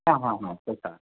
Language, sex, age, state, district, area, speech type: Marathi, male, 18-30, Maharashtra, Kolhapur, urban, conversation